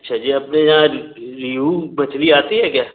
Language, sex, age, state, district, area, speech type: Hindi, male, 45-60, Madhya Pradesh, Gwalior, rural, conversation